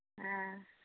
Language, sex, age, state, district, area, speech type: Maithili, female, 60+, Bihar, Saharsa, rural, conversation